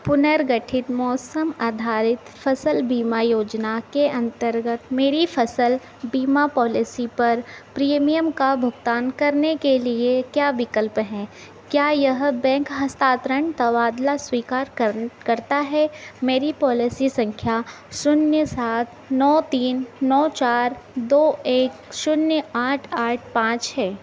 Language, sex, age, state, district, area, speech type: Hindi, female, 45-60, Madhya Pradesh, Harda, urban, read